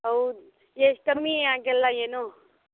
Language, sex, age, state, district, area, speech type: Kannada, female, 18-30, Karnataka, Bangalore Rural, rural, conversation